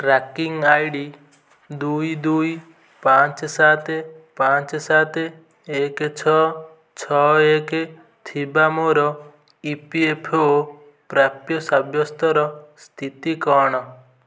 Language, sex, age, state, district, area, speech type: Odia, male, 18-30, Odisha, Kendujhar, urban, read